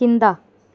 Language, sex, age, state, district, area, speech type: Telugu, female, 18-30, Andhra Pradesh, Sri Balaji, rural, read